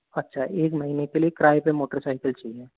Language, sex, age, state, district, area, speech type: Hindi, male, 45-60, Rajasthan, Karauli, rural, conversation